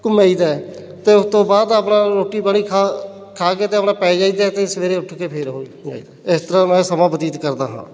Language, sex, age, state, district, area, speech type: Punjabi, male, 30-45, Punjab, Fatehgarh Sahib, rural, spontaneous